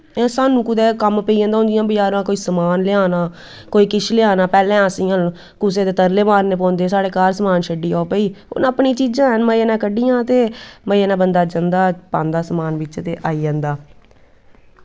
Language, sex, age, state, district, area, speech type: Dogri, female, 18-30, Jammu and Kashmir, Samba, rural, spontaneous